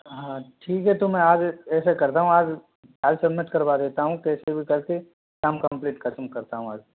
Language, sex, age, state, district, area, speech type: Hindi, male, 45-60, Rajasthan, Karauli, rural, conversation